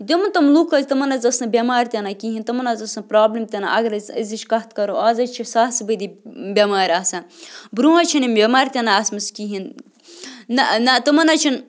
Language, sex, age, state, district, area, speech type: Kashmiri, female, 30-45, Jammu and Kashmir, Bandipora, rural, spontaneous